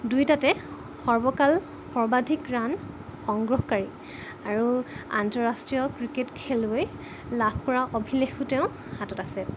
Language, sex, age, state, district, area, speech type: Assamese, female, 18-30, Assam, Jorhat, urban, spontaneous